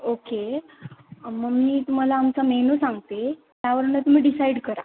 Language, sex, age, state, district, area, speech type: Marathi, female, 18-30, Maharashtra, Sindhudurg, urban, conversation